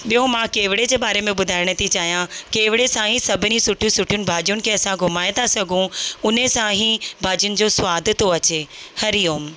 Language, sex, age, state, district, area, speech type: Sindhi, female, 30-45, Rajasthan, Ajmer, urban, spontaneous